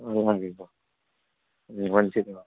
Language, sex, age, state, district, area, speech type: Telugu, male, 18-30, Andhra Pradesh, Sri Satya Sai, urban, conversation